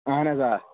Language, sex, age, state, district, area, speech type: Kashmiri, male, 18-30, Jammu and Kashmir, Kulgam, rural, conversation